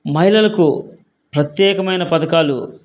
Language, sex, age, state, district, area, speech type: Telugu, male, 45-60, Andhra Pradesh, Guntur, rural, spontaneous